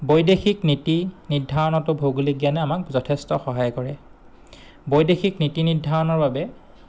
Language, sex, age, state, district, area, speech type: Assamese, male, 30-45, Assam, Goalpara, urban, spontaneous